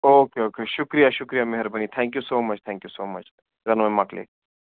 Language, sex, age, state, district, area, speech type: Kashmiri, male, 18-30, Jammu and Kashmir, Srinagar, urban, conversation